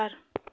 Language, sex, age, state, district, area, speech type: Hindi, female, 30-45, Uttar Pradesh, Chandauli, rural, read